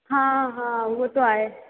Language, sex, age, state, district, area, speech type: Sindhi, female, 18-30, Rajasthan, Ajmer, urban, conversation